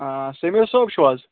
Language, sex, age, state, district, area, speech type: Kashmiri, male, 18-30, Jammu and Kashmir, Kulgam, urban, conversation